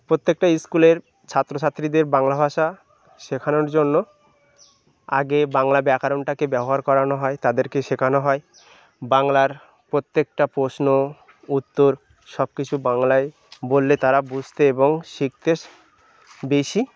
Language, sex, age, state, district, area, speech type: Bengali, male, 30-45, West Bengal, Birbhum, urban, spontaneous